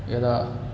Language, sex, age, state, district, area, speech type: Sanskrit, male, 18-30, Madhya Pradesh, Ujjain, urban, spontaneous